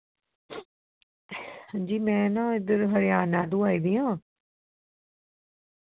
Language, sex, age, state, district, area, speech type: Dogri, female, 30-45, Jammu and Kashmir, Reasi, urban, conversation